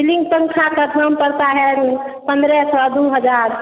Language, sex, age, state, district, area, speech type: Hindi, female, 60+, Bihar, Begusarai, rural, conversation